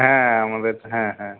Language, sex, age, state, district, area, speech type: Bengali, male, 45-60, West Bengal, South 24 Parganas, urban, conversation